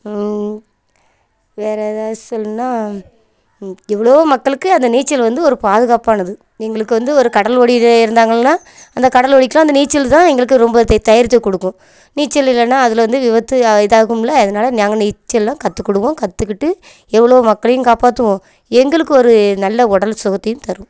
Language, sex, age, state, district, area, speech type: Tamil, female, 30-45, Tamil Nadu, Thoothukudi, rural, spontaneous